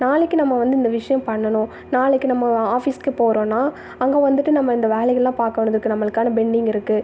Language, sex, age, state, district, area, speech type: Tamil, female, 18-30, Tamil Nadu, Tiruvallur, urban, spontaneous